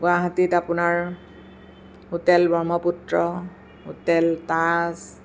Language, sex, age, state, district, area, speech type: Assamese, female, 45-60, Assam, Sonitpur, urban, spontaneous